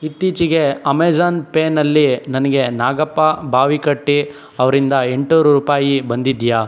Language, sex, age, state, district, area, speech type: Kannada, male, 18-30, Karnataka, Chikkaballapur, urban, read